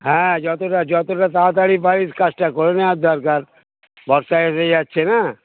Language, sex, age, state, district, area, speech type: Bengali, male, 60+, West Bengal, Hooghly, rural, conversation